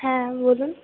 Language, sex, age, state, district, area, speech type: Bengali, female, 18-30, West Bengal, Paschim Bardhaman, urban, conversation